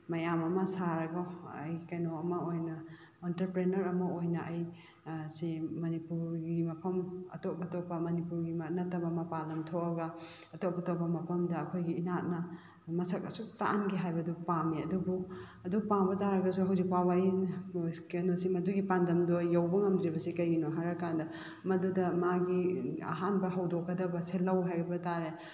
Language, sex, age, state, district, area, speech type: Manipuri, female, 45-60, Manipur, Kakching, rural, spontaneous